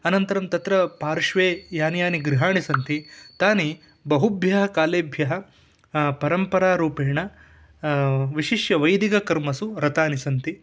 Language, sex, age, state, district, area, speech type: Sanskrit, male, 18-30, Karnataka, Uttara Kannada, rural, spontaneous